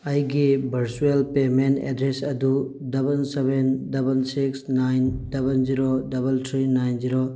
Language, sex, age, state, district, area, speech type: Manipuri, male, 18-30, Manipur, Thoubal, rural, read